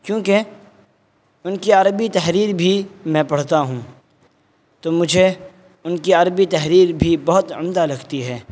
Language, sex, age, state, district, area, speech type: Urdu, male, 18-30, Bihar, Purnia, rural, spontaneous